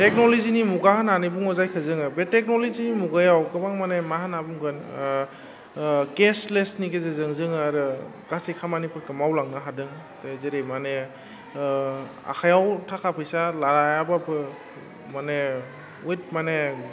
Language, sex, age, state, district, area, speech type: Bodo, male, 18-30, Assam, Udalguri, urban, spontaneous